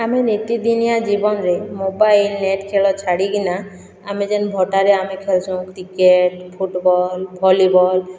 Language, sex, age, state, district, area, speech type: Odia, female, 60+, Odisha, Boudh, rural, spontaneous